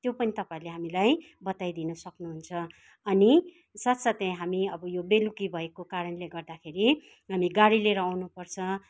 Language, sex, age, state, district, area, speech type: Nepali, female, 45-60, West Bengal, Kalimpong, rural, spontaneous